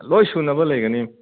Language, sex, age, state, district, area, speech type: Manipuri, male, 30-45, Manipur, Kangpokpi, urban, conversation